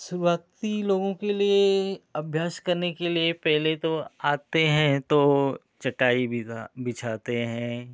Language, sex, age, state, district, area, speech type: Hindi, male, 45-60, Uttar Pradesh, Ghazipur, rural, spontaneous